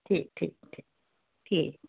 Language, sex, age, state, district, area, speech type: Hindi, female, 60+, Madhya Pradesh, Gwalior, urban, conversation